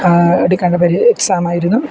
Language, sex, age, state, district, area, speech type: Malayalam, female, 30-45, Kerala, Alappuzha, rural, spontaneous